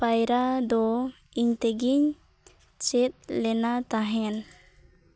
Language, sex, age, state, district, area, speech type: Santali, female, 18-30, Jharkhand, Seraikela Kharsawan, rural, spontaneous